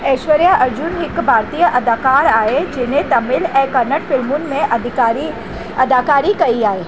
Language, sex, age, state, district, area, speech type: Sindhi, female, 45-60, Maharashtra, Mumbai Suburban, urban, read